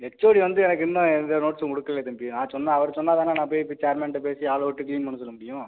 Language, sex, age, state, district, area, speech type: Tamil, male, 18-30, Tamil Nadu, Sivaganga, rural, conversation